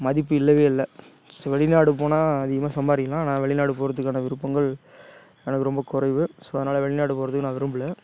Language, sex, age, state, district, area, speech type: Tamil, male, 30-45, Tamil Nadu, Tiruchirappalli, rural, spontaneous